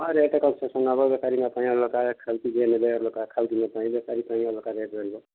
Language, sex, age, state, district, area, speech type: Odia, male, 45-60, Odisha, Kendujhar, urban, conversation